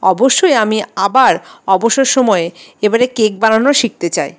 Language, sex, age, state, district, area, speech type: Bengali, female, 30-45, West Bengal, Paschim Bardhaman, urban, spontaneous